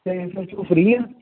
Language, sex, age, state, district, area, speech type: Punjabi, male, 30-45, Punjab, Amritsar, urban, conversation